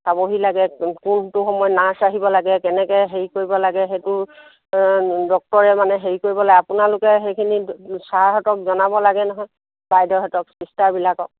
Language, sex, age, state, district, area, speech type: Assamese, female, 60+, Assam, Dibrugarh, rural, conversation